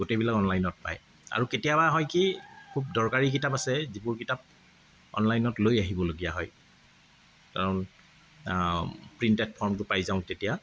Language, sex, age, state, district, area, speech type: Assamese, male, 45-60, Assam, Kamrup Metropolitan, urban, spontaneous